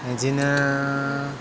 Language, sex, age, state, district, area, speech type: Bodo, male, 18-30, Assam, Chirang, rural, spontaneous